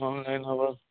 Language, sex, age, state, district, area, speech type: Bengali, male, 30-45, West Bengal, Kolkata, urban, conversation